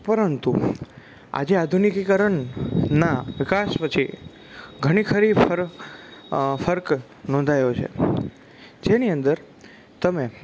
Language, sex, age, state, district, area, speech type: Gujarati, male, 18-30, Gujarat, Rajkot, urban, spontaneous